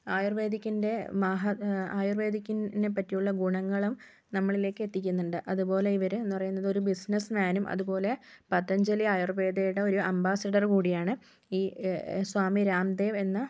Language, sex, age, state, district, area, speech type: Malayalam, female, 45-60, Kerala, Wayanad, rural, spontaneous